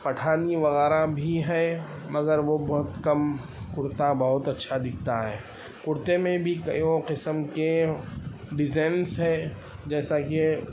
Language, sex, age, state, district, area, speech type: Urdu, male, 30-45, Telangana, Hyderabad, urban, spontaneous